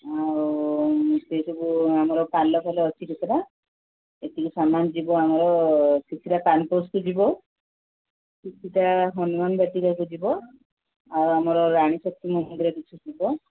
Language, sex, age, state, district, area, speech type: Odia, female, 45-60, Odisha, Sundergarh, rural, conversation